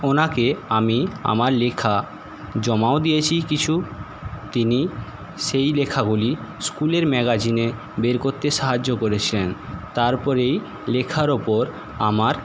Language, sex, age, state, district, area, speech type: Bengali, male, 60+, West Bengal, Paschim Medinipur, rural, spontaneous